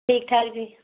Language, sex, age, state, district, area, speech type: Punjabi, female, 30-45, Punjab, Tarn Taran, rural, conversation